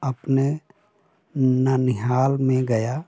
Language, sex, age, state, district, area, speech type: Hindi, male, 45-60, Uttar Pradesh, Prayagraj, urban, spontaneous